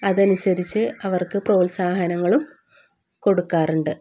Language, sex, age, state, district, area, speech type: Malayalam, female, 45-60, Kerala, Wayanad, rural, spontaneous